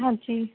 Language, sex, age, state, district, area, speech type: Punjabi, female, 18-30, Punjab, Shaheed Bhagat Singh Nagar, urban, conversation